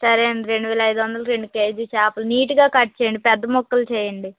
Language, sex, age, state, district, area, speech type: Telugu, female, 18-30, Andhra Pradesh, Krishna, urban, conversation